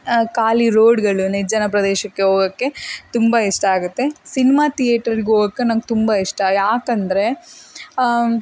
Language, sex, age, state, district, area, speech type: Kannada, female, 18-30, Karnataka, Davanagere, rural, spontaneous